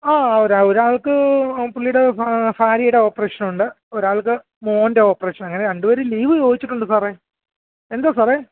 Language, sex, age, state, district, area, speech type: Malayalam, male, 30-45, Kerala, Alappuzha, rural, conversation